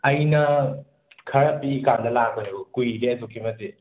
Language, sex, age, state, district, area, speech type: Manipuri, male, 30-45, Manipur, Imphal West, rural, conversation